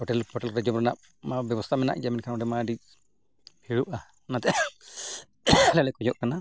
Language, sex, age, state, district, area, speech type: Santali, male, 45-60, Odisha, Mayurbhanj, rural, spontaneous